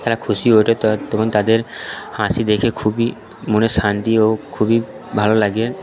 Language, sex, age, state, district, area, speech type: Bengali, male, 18-30, West Bengal, Purba Bardhaman, urban, spontaneous